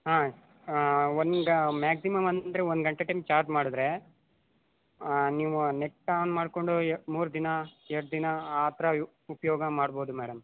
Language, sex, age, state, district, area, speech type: Kannada, male, 18-30, Karnataka, Chamarajanagar, rural, conversation